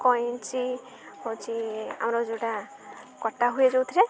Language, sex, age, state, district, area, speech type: Odia, female, 18-30, Odisha, Jagatsinghpur, rural, spontaneous